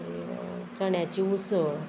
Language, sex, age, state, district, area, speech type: Goan Konkani, female, 45-60, Goa, Murmgao, rural, spontaneous